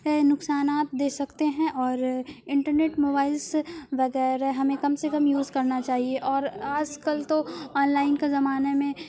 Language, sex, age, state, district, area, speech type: Urdu, female, 30-45, Bihar, Supaul, urban, spontaneous